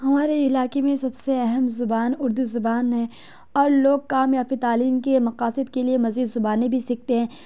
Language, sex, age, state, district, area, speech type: Urdu, female, 30-45, Uttar Pradesh, Lucknow, rural, spontaneous